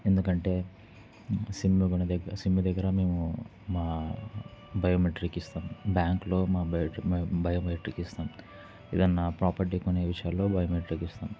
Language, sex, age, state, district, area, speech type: Telugu, male, 18-30, Andhra Pradesh, Kurnool, urban, spontaneous